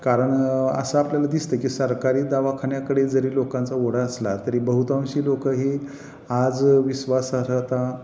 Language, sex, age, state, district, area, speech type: Marathi, male, 45-60, Maharashtra, Satara, urban, spontaneous